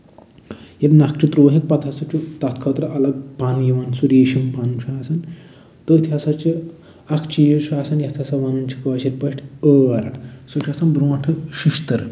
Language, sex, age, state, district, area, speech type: Kashmiri, male, 45-60, Jammu and Kashmir, Budgam, urban, spontaneous